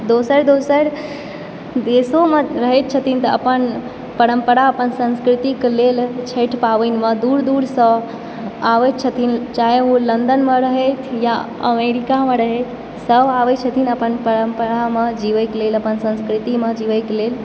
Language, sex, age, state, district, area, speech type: Maithili, female, 18-30, Bihar, Supaul, urban, spontaneous